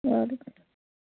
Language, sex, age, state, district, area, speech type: Kashmiri, female, 30-45, Jammu and Kashmir, Shopian, urban, conversation